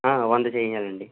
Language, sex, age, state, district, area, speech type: Telugu, male, 45-60, Andhra Pradesh, Eluru, urban, conversation